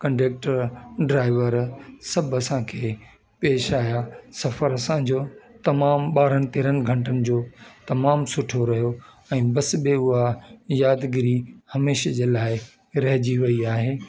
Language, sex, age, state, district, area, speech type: Sindhi, male, 45-60, Delhi, South Delhi, urban, spontaneous